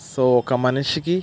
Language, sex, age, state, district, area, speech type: Telugu, male, 18-30, Andhra Pradesh, West Godavari, rural, spontaneous